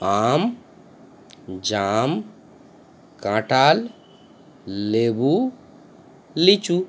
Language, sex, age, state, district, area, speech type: Bengali, male, 30-45, West Bengal, Howrah, urban, spontaneous